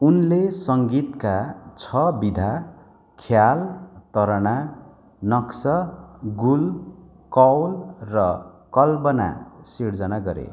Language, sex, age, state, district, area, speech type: Nepali, male, 45-60, West Bengal, Darjeeling, rural, read